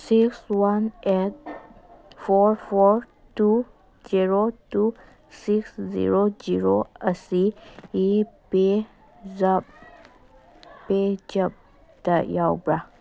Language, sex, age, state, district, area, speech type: Manipuri, female, 18-30, Manipur, Kangpokpi, urban, read